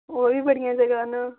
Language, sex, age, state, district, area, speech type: Dogri, female, 18-30, Jammu and Kashmir, Jammu, urban, conversation